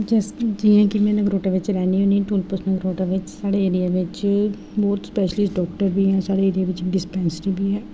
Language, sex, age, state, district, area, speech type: Dogri, female, 18-30, Jammu and Kashmir, Jammu, rural, spontaneous